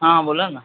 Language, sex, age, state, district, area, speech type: Marathi, male, 45-60, Maharashtra, Thane, rural, conversation